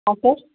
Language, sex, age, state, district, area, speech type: Kannada, female, 30-45, Karnataka, Bidar, urban, conversation